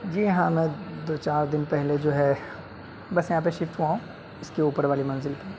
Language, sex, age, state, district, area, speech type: Urdu, male, 18-30, Delhi, North West Delhi, urban, spontaneous